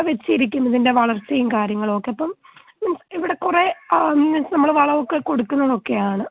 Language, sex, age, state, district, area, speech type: Malayalam, female, 18-30, Kerala, Kottayam, rural, conversation